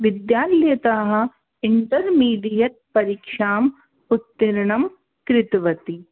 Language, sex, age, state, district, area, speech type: Sanskrit, other, 30-45, Rajasthan, Jaipur, urban, conversation